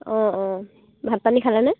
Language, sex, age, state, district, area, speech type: Assamese, female, 18-30, Assam, Dibrugarh, rural, conversation